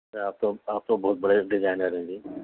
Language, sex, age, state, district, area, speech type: Urdu, male, 60+, Delhi, Central Delhi, urban, conversation